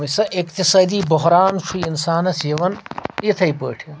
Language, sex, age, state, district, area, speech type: Kashmiri, male, 60+, Jammu and Kashmir, Anantnag, rural, spontaneous